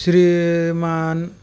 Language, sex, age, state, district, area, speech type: Marathi, male, 30-45, Maharashtra, Beed, urban, spontaneous